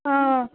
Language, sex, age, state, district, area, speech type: Assamese, female, 30-45, Assam, Charaideo, urban, conversation